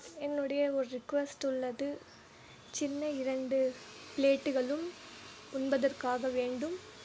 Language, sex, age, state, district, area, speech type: Tamil, female, 18-30, Tamil Nadu, Krishnagiri, rural, spontaneous